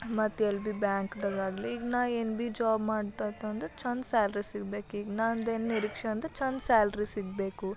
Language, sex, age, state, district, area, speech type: Kannada, female, 18-30, Karnataka, Bidar, urban, spontaneous